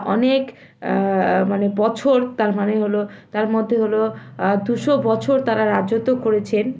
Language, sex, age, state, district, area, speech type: Bengali, female, 18-30, West Bengal, Malda, rural, spontaneous